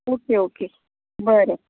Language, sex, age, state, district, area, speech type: Goan Konkani, female, 30-45, Goa, Tiswadi, rural, conversation